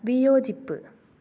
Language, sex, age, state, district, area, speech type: Malayalam, female, 18-30, Kerala, Thrissur, urban, read